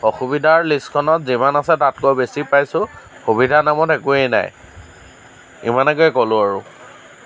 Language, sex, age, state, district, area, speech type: Assamese, male, 45-60, Assam, Lakhimpur, rural, spontaneous